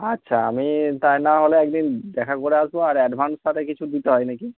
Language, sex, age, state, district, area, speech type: Bengali, male, 45-60, West Bengal, Nadia, rural, conversation